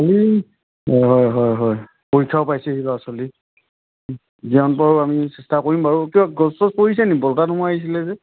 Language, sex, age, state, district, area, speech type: Assamese, male, 45-60, Assam, Charaideo, urban, conversation